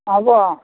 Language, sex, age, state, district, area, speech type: Assamese, female, 45-60, Assam, Majuli, urban, conversation